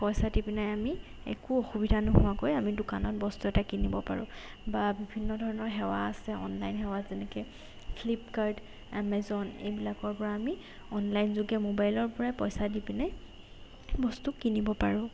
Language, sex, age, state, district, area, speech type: Assamese, female, 18-30, Assam, Golaghat, urban, spontaneous